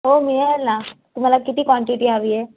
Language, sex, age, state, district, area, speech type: Marathi, female, 18-30, Maharashtra, Raigad, rural, conversation